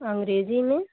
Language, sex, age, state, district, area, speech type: Hindi, female, 45-60, Uttar Pradesh, Mau, rural, conversation